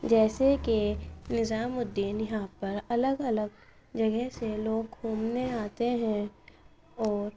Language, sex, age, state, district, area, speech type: Urdu, female, 18-30, Uttar Pradesh, Ghaziabad, rural, spontaneous